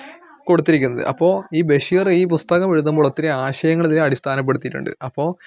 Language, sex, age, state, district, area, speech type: Malayalam, male, 18-30, Kerala, Malappuram, rural, spontaneous